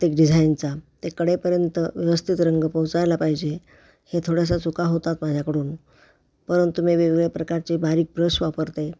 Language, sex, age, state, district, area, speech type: Marathi, female, 60+, Maharashtra, Pune, urban, spontaneous